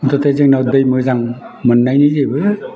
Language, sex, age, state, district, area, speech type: Bodo, male, 60+, Assam, Udalguri, rural, spontaneous